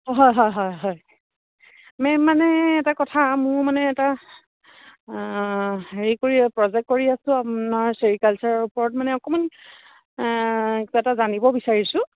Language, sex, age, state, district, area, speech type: Assamese, female, 45-60, Assam, Biswanath, rural, conversation